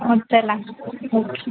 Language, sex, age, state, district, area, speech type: Marathi, female, 18-30, Maharashtra, Sindhudurg, rural, conversation